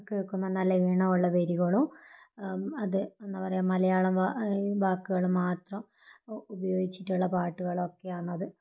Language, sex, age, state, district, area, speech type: Malayalam, female, 30-45, Kerala, Kannur, rural, spontaneous